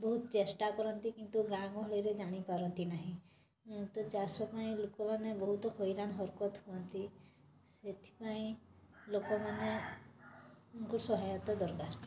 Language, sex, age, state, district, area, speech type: Odia, female, 30-45, Odisha, Mayurbhanj, rural, spontaneous